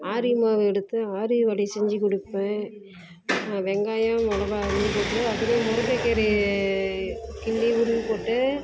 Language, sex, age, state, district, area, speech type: Tamil, female, 30-45, Tamil Nadu, Salem, rural, spontaneous